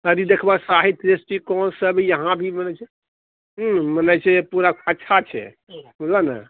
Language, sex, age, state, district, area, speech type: Maithili, male, 60+, Bihar, Purnia, rural, conversation